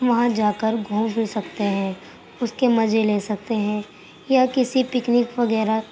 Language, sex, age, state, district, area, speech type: Urdu, female, 18-30, Uttar Pradesh, Gautam Buddha Nagar, urban, spontaneous